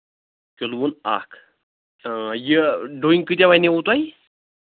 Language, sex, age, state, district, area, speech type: Kashmiri, male, 30-45, Jammu and Kashmir, Anantnag, rural, conversation